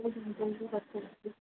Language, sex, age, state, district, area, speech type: Sindhi, female, 45-60, Delhi, South Delhi, urban, conversation